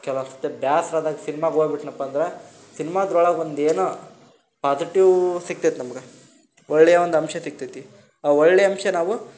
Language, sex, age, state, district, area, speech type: Kannada, male, 18-30, Karnataka, Koppal, rural, spontaneous